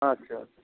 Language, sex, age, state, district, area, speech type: Bengali, male, 60+, West Bengal, South 24 Parganas, urban, conversation